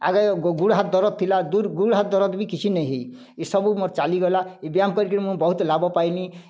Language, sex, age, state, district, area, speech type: Odia, male, 45-60, Odisha, Kalahandi, rural, spontaneous